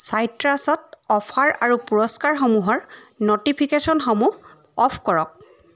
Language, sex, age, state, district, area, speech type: Assamese, female, 30-45, Assam, Charaideo, urban, read